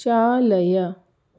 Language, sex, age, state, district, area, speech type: Sanskrit, other, 30-45, Rajasthan, Jaipur, urban, read